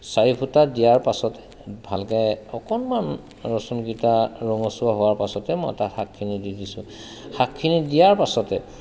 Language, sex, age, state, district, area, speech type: Assamese, male, 45-60, Assam, Sivasagar, rural, spontaneous